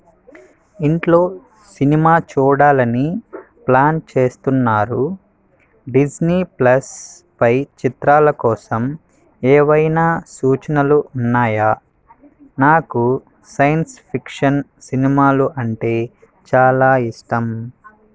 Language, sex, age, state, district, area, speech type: Telugu, male, 18-30, Andhra Pradesh, Sri Balaji, rural, read